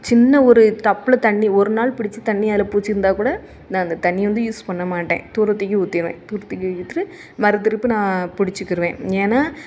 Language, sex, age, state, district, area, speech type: Tamil, female, 30-45, Tamil Nadu, Thoothukudi, urban, spontaneous